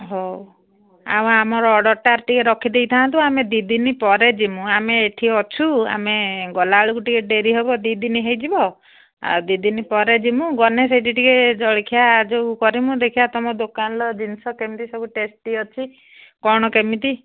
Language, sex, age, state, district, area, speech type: Odia, female, 45-60, Odisha, Angul, rural, conversation